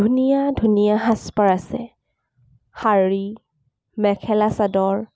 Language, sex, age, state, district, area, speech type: Assamese, female, 18-30, Assam, Charaideo, urban, spontaneous